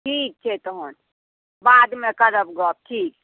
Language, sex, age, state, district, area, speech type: Maithili, female, 60+, Bihar, Saharsa, rural, conversation